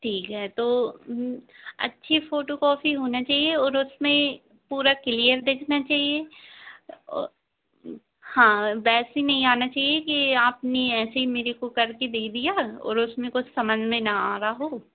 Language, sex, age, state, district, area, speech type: Hindi, female, 18-30, Madhya Pradesh, Narsinghpur, urban, conversation